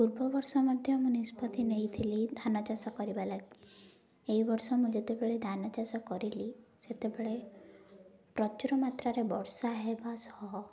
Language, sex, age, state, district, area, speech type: Odia, female, 18-30, Odisha, Ganjam, urban, spontaneous